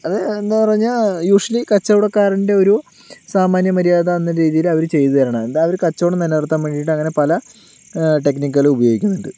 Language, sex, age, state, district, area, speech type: Malayalam, male, 18-30, Kerala, Palakkad, rural, spontaneous